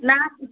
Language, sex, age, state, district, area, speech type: Kannada, female, 18-30, Karnataka, Bidar, urban, conversation